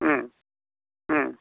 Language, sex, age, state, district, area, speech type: Assamese, male, 45-60, Assam, Golaghat, urban, conversation